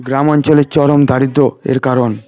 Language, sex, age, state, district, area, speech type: Bengali, male, 45-60, West Bengal, Paschim Medinipur, rural, read